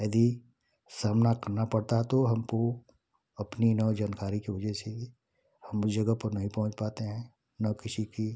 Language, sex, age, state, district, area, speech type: Hindi, male, 60+, Uttar Pradesh, Ghazipur, rural, spontaneous